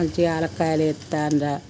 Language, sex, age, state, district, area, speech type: Telugu, female, 60+, Telangana, Peddapalli, rural, spontaneous